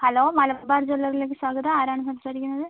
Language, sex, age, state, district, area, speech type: Malayalam, female, 45-60, Kerala, Wayanad, rural, conversation